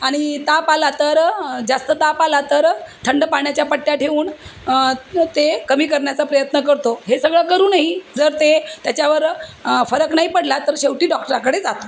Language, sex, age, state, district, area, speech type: Marathi, female, 45-60, Maharashtra, Jalna, urban, spontaneous